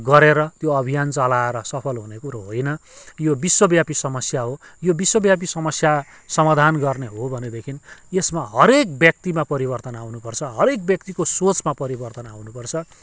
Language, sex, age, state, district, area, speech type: Nepali, male, 45-60, West Bengal, Kalimpong, rural, spontaneous